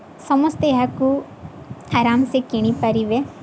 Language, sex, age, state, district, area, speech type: Odia, female, 18-30, Odisha, Sundergarh, urban, spontaneous